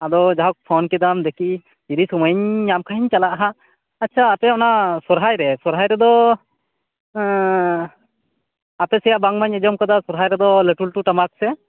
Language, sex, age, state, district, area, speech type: Santali, male, 30-45, West Bengal, Purba Bardhaman, rural, conversation